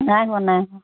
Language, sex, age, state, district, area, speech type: Assamese, female, 60+, Assam, Charaideo, urban, conversation